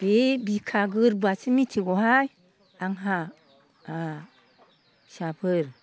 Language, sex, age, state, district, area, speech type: Bodo, female, 60+, Assam, Baksa, rural, spontaneous